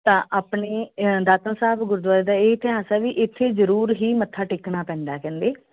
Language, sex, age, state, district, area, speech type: Punjabi, female, 30-45, Punjab, Muktsar, urban, conversation